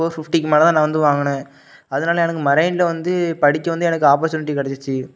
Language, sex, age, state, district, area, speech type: Tamil, male, 18-30, Tamil Nadu, Thoothukudi, urban, spontaneous